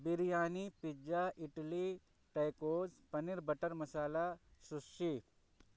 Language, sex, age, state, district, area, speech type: Urdu, male, 30-45, Uttar Pradesh, Balrampur, rural, spontaneous